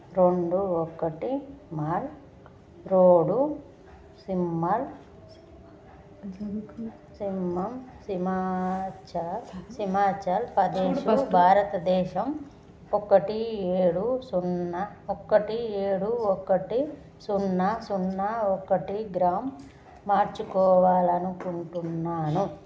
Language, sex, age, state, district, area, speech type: Telugu, female, 30-45, Telangana, Jagtial, rural, read